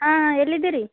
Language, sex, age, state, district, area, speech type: Kannada, female, 18-30, Karnataka, Gulbarga, urban, conversation